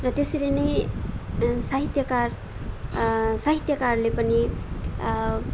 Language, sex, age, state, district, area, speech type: Nepali, female, 18-30, West Bengal, Darjeeling, urban, spontaneous